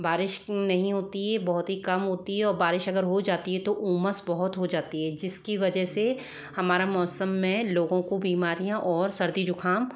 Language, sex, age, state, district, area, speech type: Hindi, female, 30-45, Rajasthan, Jaipur, urban, spontaneous